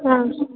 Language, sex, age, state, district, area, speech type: Kannada, female, 18-30, Karnataka, Vijayanagara, rural, conversation